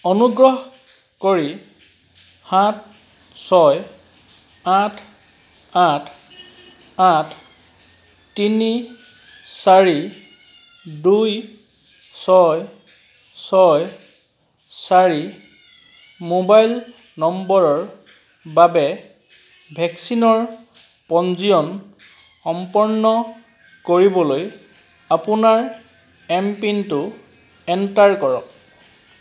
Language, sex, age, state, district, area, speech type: Assamese, male, 30-45, Assam, Charaideo, urban, read